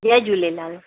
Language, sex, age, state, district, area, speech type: Sindhi, female, 45-60, Maharashtra, Mumbai Suburban, urban, conversation